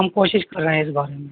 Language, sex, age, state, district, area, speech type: Urdu, male, 45-60, Uttar Pradesh, Rampur, urban, conversation